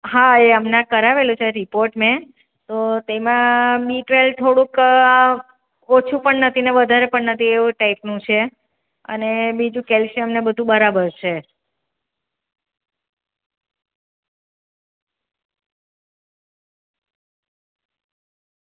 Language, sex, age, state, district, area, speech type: Gujarati, female, 45-60, Gujarat, Surat, urban, conversation